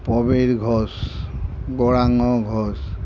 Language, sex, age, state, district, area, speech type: Bengali, male, 60+, West Bengal, Murshidabad, rural, spontaneous